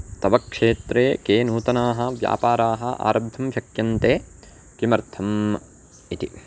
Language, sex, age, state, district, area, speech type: Sanskrit, male, 18-30, Karnataka, Uttara Kannada, rural, spontaneous